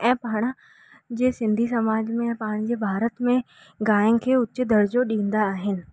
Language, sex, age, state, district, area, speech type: Sindhi, female, 18-30, Rajasthan, Ajmer, urban, spontaneous